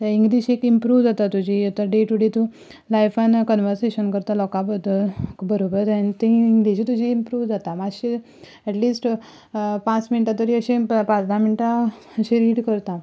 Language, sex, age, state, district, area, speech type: Goan Konkani, female, 18-30, Goa, Ponda, rural, spontaneous